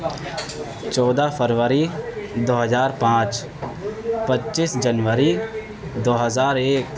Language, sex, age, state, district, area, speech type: Urdu, male, 18-30, Uttar Pradesh, Gautam Buddha Nagar, rural, spontaneous